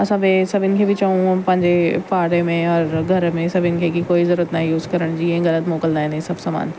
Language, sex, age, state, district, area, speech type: Sindhi, female, 30-45, Delhi, South Delhi, urban, spontaneous